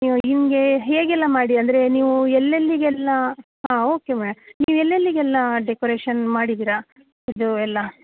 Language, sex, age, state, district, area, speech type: Kannada, female, 30-45, Karnataka, Mandya, rural, conversation